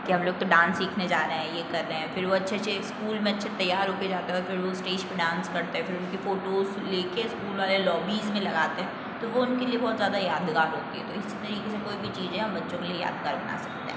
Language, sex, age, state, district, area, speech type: Hindi, female, 18-30, Rajasthan, Jodhpur, urban, spontaneous